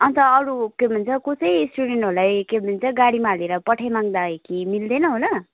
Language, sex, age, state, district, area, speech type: Nepali, female, 18-30, West Bengal, Kalimpong, rural, conversation